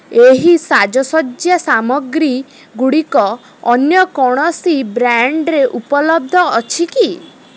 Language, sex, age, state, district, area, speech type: Odia, female, 45-60, Odisha, Rayagada, rural, read